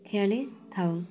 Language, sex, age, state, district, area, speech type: Odia, female, 18-30, Odisha, Mayurbhanj, rural, spontaneous